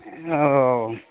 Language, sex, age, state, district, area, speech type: Urdu, male, 30-45, Bihar, Khagaria, urban, conversation